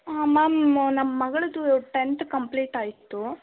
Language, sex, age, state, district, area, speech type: Kannada, female, 18-30, Karnataka, Bangalore Rural, rural, conversation